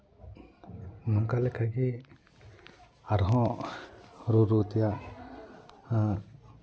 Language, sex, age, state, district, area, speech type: Santali, male, 30-45, West Bengal, Purba Bardhaman, rural, spontaneous